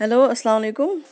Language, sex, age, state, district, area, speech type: Kashmiri, female, 30-45, Jammu and Kashmir, Kupwara, urban, spontaneous